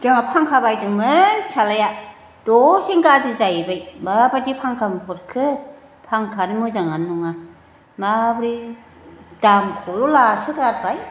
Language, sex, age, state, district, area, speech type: Bodo, female, 60+, Assam, Chirang, urban, spontaneous